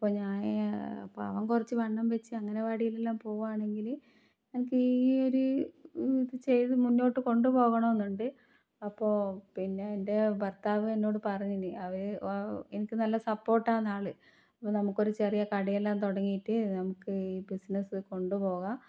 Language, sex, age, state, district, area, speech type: Malayalam, female, 30-45, Kerala, Kannur, rural, spontaneous